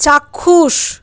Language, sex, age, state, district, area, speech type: Bengali, female, 60+, West Bengal, Paschim Bardhaman, urban, read